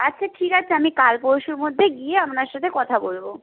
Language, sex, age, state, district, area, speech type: Bengali, female, 18-30, West Bengal, Purba Medinipur, rural, conversation